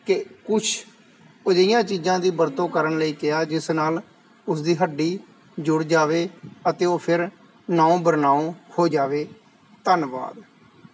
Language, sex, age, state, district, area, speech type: Punjabi, male, 45-60, Punjab, Gurdaspur, rural, spontaneous